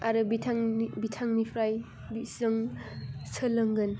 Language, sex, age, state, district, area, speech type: Bodo, female, 18-30, Assam, Udalguri, urban, spontaneous